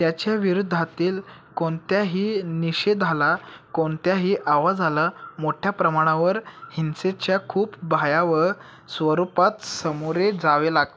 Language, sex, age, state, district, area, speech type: Marathi, male, 18-30, Maharashtra, Kolhapur, urban, read